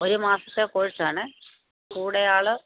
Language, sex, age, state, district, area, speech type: Malayalam, female, 45-60, Kerala, Pathanamthitta, rural, conversation